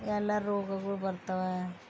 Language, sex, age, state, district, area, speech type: Kannada, female, 45-60, Karnataka, Bidar, urban, spontaneous